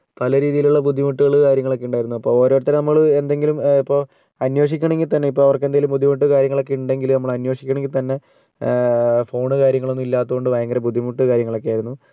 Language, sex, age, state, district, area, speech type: Malayalam, male, 60+, Kerala, Wayanad, rural, spontaneous